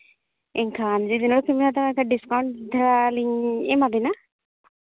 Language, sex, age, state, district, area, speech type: Santali, female, 30-45, Jharkhand, Seraikela Kharsawan, rural, conversation